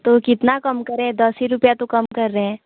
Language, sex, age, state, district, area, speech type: Hindi, female, 18-30, Uttar Pradesh, Ghazipur, rural, conversation